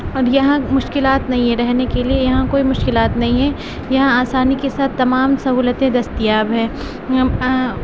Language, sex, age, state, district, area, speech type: Urdu, female, 30-45, Uttar Pradesh, Aligarh, urban, spontaneous